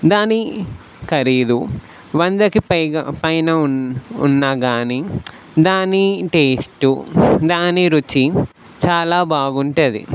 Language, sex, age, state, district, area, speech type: Telugu, male, 18-30, Telangana, Nalgonda, urban, spontaneous